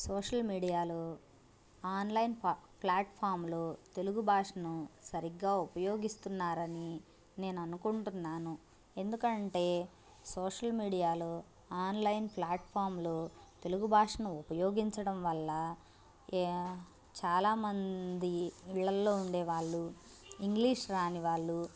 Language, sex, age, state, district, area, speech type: Telugu, female, 18-30, Andhra Pradesh, Bapatla, urban, spontaneous